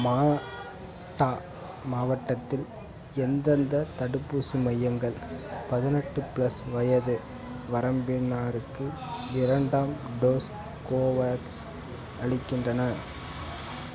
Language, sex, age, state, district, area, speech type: Tamil, male, 45-60, Tamil Nadu, Ariyalur, rural, read